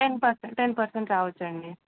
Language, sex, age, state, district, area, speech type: Telugu, female, 18-30, Telangana, Hyderabad, urban, conversation